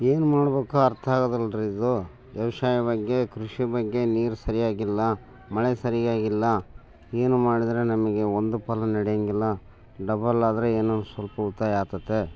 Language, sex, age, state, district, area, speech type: Kannada, male, 60+, Karnataka, Bellary, rural, spontaneous